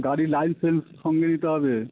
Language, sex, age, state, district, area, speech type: Bengali, male, 30-45, West Bengal, Howrah, urban, conversation